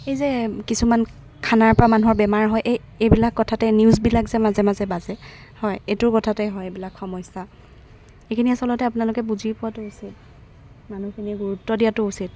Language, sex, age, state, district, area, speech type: Assamese, female, 18-30, Assam, Golaghat, urban, spontaneous